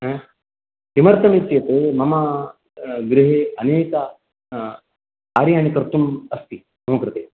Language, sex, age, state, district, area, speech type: Sanskrit, male, 45-60, Karnataka, Dakshina Kannada, rural, conversation